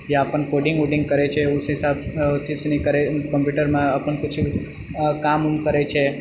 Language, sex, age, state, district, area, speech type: Maithili, male, 30-45, Bihar, Purnia, rural, spontaneous